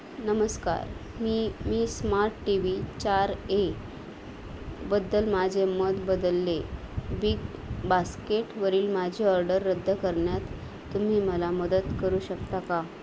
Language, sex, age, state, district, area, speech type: Marathi, female, 30-45, Maharashtra, Nanded, urban, read